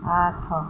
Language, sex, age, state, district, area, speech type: Odia, female, 45-60, Odisha, Sundergarh, urban, read